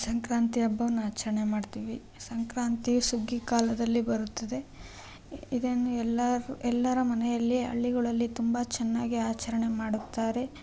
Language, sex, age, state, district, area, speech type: Kannada, female, 18-30, Karnataka, Chitradurga, rural, spontaneous